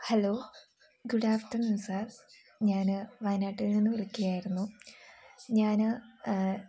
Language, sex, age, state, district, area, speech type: Malayalam, female, 18-30, Kerala, Wayanad, rural, spontaneous